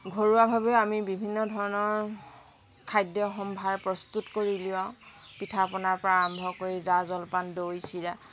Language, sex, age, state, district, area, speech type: Assamese, female, 60+, Assam, Tinsukia, rural, spontaneous